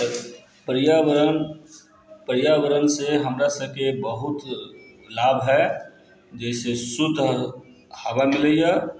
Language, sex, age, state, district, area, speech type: Maithili, male, 30-45, Bihar, Sitamarhi, rural, spontaneous